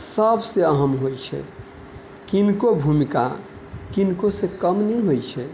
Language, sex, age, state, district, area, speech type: Maithili, male, 30-45, Bihar, Madhubani, rural, spontaneous